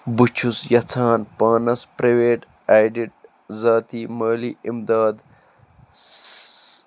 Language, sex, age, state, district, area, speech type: Kashmiri, male, 18-30, Jammu and Kashmir, Bandipora, rural, read